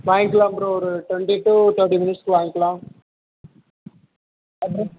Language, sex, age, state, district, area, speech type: Tamil, male, 30-45, Tamil Nadu, Ariyalur, rural, conversation